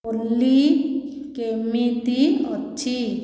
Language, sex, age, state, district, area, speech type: Odia, female, 30-45, Odisha, Khordha, rural, read